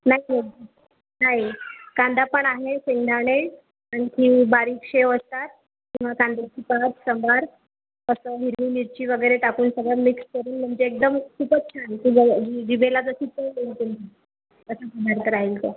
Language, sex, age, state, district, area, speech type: Marathi, female, 30-45, Maharashtra, Buldhana, urban, conversation